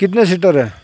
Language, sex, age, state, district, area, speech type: Urdu, male, 30-45, Uttar Pradesh, Saharanpur, urban, spontaneous